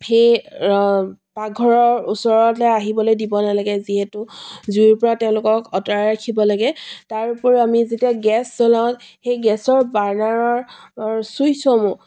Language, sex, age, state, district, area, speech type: Assamese, female, 45-60, Assam, Dibrugarh, rural, spontaneous